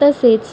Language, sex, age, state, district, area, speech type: Marathi, female, 18-30, Maharashtra, Osmanabad, rural, spontaneous